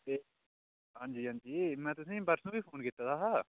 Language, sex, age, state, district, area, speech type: Dogri, male, 18-30, Jammu and Kashmir, Udhampur, urban, conversation